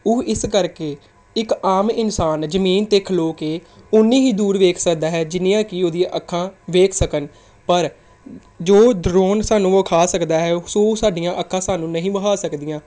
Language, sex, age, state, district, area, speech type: Punjabi, female, 18-30, Punjab, Tarn Taran, urban, spontaneous